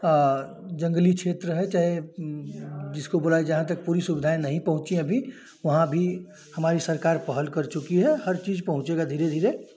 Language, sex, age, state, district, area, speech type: Hindi, male, 30-45, Uttar Pradesh, Chandauli, rural, spontaneous